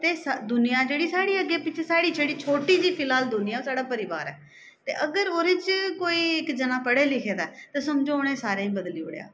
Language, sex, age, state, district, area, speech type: Dogri, female, 45-60, Jammu and Kashmir, Jammu, urban, spontaneous